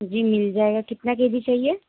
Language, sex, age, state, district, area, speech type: Urdu, female, 18-30, Delhi, North West Delhi, urban, conversation